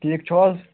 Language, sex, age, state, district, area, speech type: Kashmiri, male, 18-30, Jammu and Kashmir, Pulwama, urban, conversation